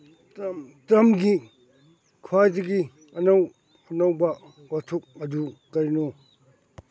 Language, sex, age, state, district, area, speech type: Manipuri, male, 60+, Manipur, Chandel, rural, read